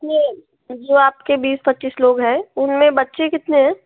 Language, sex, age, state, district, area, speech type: Hindi, female, 18-30, Madhya Pradesh, Betul, rural, conversation